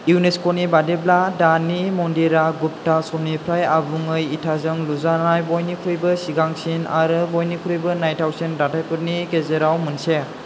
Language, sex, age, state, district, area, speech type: Bodo, male, 18-30, Assam, Chirang, rural, read